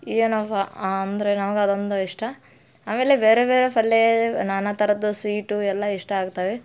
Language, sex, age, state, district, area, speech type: Kannada, female, 30-45, Karnataka, Dharwad, urban, spontaneous